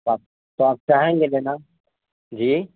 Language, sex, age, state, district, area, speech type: Urdu, male, 18-30, Bihar, Araria, rural, conversation